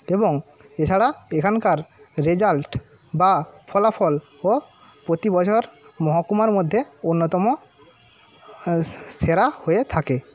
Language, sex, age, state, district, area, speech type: Bengali, male, 30-45, West Bengal, Paschim Medinipur, rural, spontaneous